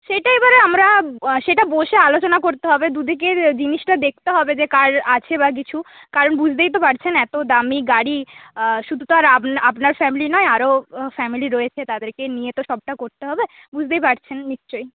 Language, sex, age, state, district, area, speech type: Bengali, female, 18-30, West Bengal, Paschim Medinipur, rural, conversation